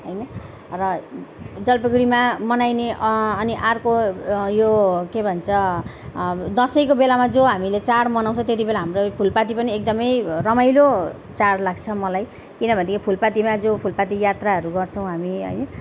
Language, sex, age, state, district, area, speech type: Nepali, female, 30-45, West Bengal, Jalpaiguri, urban, spontaneous